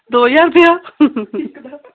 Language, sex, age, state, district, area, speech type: Dogri, female, 45-60, Jammu and Kashmir, Samba, urban, conversation